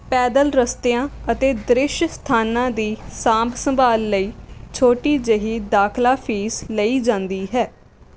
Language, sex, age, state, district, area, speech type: Punjabi, female, 18-30, Punjab, Rupnagar, rural, read